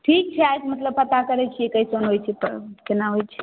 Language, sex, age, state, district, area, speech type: Maithili, female, 18-30, Bihar, Begusarai, urban, conversation